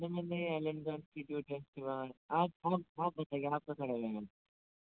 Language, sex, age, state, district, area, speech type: Hindi, male, 60+, Rajasthan, Jaipur, urban, conversation